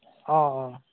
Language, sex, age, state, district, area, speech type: Assamese, male, 30-45, Assam, Golaghat, urban, conversation